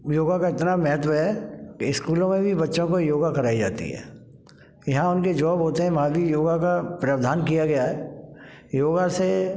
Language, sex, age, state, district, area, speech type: Hindi, male, 60+, Madhya Pradesh, Gwalior, rural, spontaneous